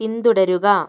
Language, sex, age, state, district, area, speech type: Malayalam, female, 30-45, Kerala, Kozhikode, urban, read